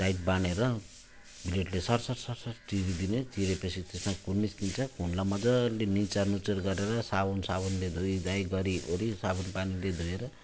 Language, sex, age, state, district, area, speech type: Nepali, male, 45-60, West Bengal, Jalpaiguri, rural, spontaneous